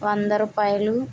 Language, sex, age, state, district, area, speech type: Telugu, female, 30-45, Andhra Pradesh, N T Rama Rao, urban, spontaneous